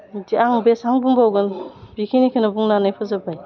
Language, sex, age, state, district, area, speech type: Bodo, female, 45-60, Assam, Udalguri, urban, spontaneous